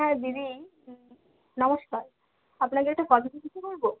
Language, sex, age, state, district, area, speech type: Bengali, female, 18-30, West Bengal, Howrah, urban, conversation